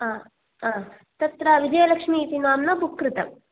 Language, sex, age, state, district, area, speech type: Sanskrit, female, 18-30, Karnataka, Dakshina Kannada, rural, conversation